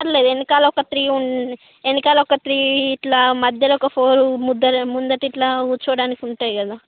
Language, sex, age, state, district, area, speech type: Telugu, female, 60+, Andhra Pradesh, Srikakulam, urban, conversation